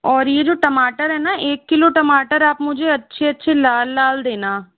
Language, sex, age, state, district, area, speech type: Hindi, female, 60+, Rajasthan, Jaipur, urban, conversation